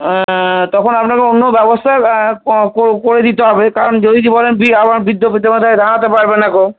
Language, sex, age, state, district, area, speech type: Bengali, male, 60+, West Bengal, Purba Bardhaman, urban, conversation